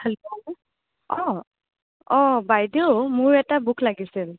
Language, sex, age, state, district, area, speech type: Assamese, female, 18-30, Assam, Kamrup Metropolitan, urban, conversation